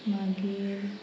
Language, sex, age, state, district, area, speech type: Goan Konkani, female, 30-45, Goa, Murmgao, urban, spontaneous